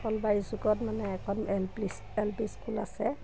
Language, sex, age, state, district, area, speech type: Assamese, female, 30-45, Assam, Nagaon, rural, spontaneous